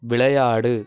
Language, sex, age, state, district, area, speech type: Tamil, male, 18-30, Tamil Nadu, Nagapattinam, rural, read